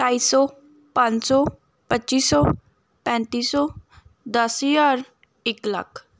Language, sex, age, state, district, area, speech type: Punjabi, female, 18-30, Punjab, Gurdaspur, rural, spontaneous